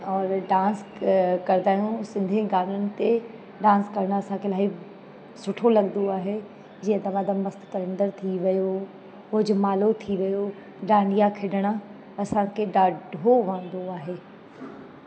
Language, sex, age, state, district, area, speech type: Sindhi, female, 30-45, Uttar Pradesh, Lucknow, urban, spontaneous